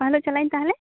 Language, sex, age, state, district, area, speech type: Santali, female, 18-30, West Bengal, Jhargram, rural, conversation